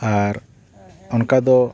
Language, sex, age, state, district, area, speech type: Santali, male, 45-60, Odisha, Mayurbhanj, rural, spontaneous